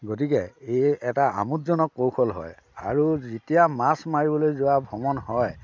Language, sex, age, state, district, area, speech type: Assamese, male, 60+, Assam, Dhemaji, rural, spontaneous